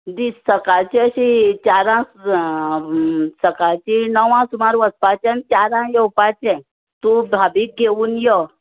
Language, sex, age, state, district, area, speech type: Goan Konkani, female, 45-60, Goa, Tiswadi, rural, conversation